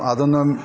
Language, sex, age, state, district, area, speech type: Malayalam, male, 60+, Kerala, Idukki, rural, spontaneous